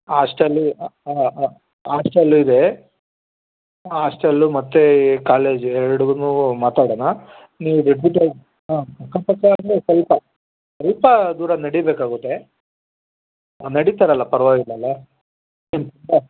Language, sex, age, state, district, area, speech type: Kannada, male, 30-45, Karnataka, Bangalore Rural, rural, conversation